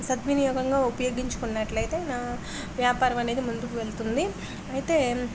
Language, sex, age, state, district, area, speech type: Telugu, female, 30-45, Andhra Pradesh, Anakapalli, rural, spontaneous